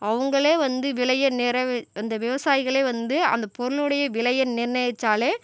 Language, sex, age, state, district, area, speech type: Tamil, female, 45-60, Tamil Nadu, Cuddalore, rural, spontaneous